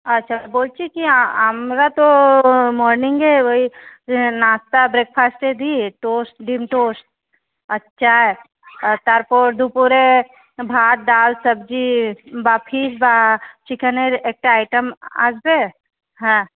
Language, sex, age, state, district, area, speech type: Bengali, female, 30-45, West Bengal, Hooghly, urban, conversation